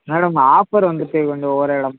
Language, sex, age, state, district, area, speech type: Tamil, male, 18-30, Tamil Nadu, Tirunelveli, rural, conversation